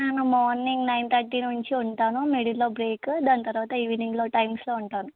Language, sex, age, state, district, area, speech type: Telugu, female, 18-30, Telangana, Sangareddy, urban, conversation